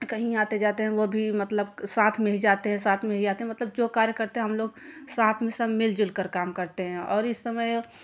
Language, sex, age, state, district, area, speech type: Hindi, female, 30-45, Uttar Pradesh, Jaunpur, urban, spontaneous